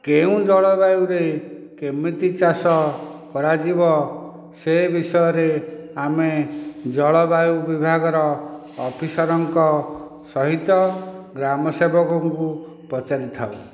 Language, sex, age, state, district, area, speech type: Odia, male, 60+, Odisha, Dhenkanal, rural, spontaneous